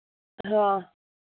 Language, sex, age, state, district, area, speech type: Hindi, female, 18-30, Rajasthan, Nagaur, rural, conversation